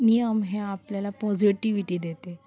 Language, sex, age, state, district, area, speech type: Marathi, female, 30-45, Maharashtra, Mumbai Suburban, urban, spontaneous